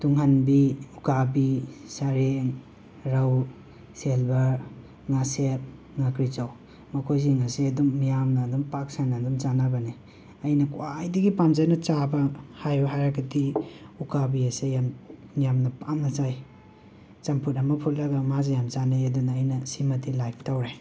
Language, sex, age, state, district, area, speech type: Manipuri, male, 18-30, Manipur, Imphal West, rural, spontaneous